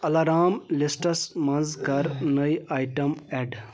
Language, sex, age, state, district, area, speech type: Kashmiri, male, 30-45, Jammu and Kashmir, Baramulla, rural, read